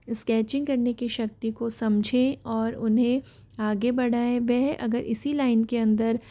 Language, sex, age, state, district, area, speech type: Hindi, female, 60+, Rajasthan, Jaipur, urban, spontaneous